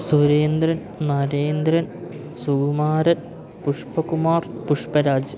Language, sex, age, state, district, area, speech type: Malayalam, male, 18-30, Kerala, Idukki, rural, spontaneous